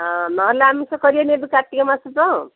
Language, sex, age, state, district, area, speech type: Odia, female, 45-60, Odisha, Gajapati, rural, conversation